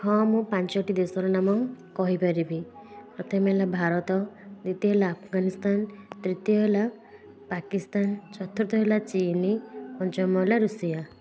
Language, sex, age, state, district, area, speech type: Odia, female, 30-45, Odisha, Puri, urban, spontaneous